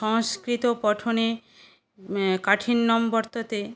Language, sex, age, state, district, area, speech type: Sanskrit, female, 18-30, West Bengal, South 24 Parganas, rural, spontaneous